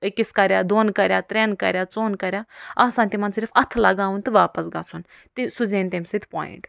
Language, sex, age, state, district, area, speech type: Kashmiri, female, 60+, Jammu and Kashmir, Ganderbal, rural, spontaneous